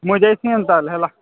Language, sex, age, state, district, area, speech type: Odia, male, 18-30, Odisha, Kalahandi, rural, conversation